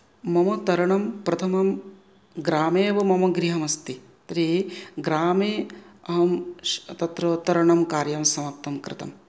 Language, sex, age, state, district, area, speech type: Sanskrit, male, 30-45, West Bengal, North 24 Parganas, rural, spontaneous